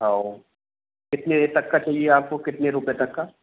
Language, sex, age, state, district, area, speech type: Hindi, male, 30-45, Madhya Pradesh, Hoshangabad, rural, conversation